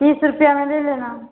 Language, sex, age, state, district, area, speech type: Hindi, female, 45-60, Uttar Pradesh, Mau, urban, conversation